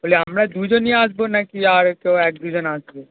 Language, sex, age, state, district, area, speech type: Bengali, male, 18-30, West Bengal, Darjeeling, rural, conversation